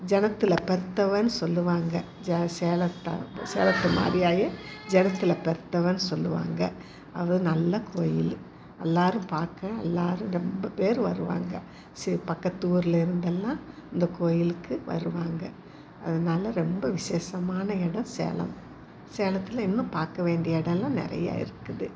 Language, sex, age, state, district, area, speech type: Tamil, female, 60+, Tamil Nadu, Salem, rural, spontaneous